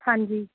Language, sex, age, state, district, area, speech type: Punjabi, female, 18-30, Punjab, Mohali, urban, conversation